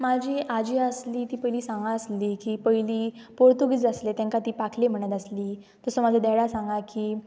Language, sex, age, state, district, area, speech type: Goan Konkani, female, 18-30, Goa, Pernem, rural, spontaneous